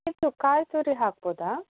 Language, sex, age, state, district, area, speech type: Kannada, female, 30-45, Karnataka, Udupi, rural, conversation